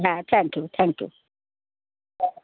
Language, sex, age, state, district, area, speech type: Bengali, female, 60+, West Bengal, North 24 Parganas, urban, conversation